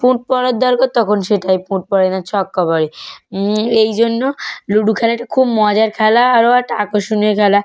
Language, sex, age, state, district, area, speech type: Bengali, female, 18-30, West Bengal, North 24 Parganas, rural, spontaneous